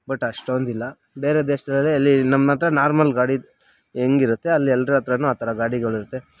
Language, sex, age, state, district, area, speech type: Kannada, male, 30-45, Karnataka, Bangalore Rural, rural, spontaneous